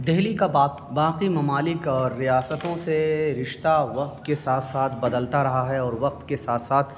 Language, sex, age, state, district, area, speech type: Urdu, male, 30-45, Delhi, North East Delhi, urban, spontaneous